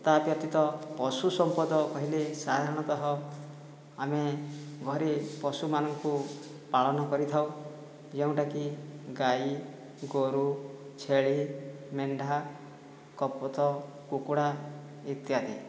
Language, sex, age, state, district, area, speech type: Odia, male, 30-45, Odisha, Boudh, rural, spontaneous